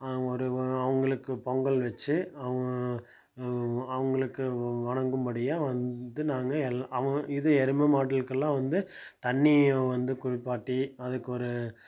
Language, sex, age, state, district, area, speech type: Tamil, male, 30-45, Tamil Nadu, Tiruppur, rural, spontaneous